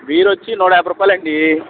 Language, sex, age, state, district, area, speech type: Telugu, male, 60+, Andhra Pradesh, Eluru, rural, conversation